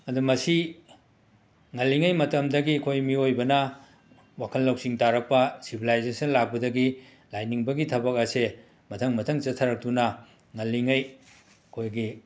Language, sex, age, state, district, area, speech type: Manipuri, male, 60+, Manipur, Imphal West, urban, spontaneous